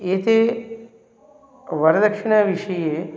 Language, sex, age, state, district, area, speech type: Sanskrit, male, 30-45, Telangana, Ranga Reddy, urban, spontaneous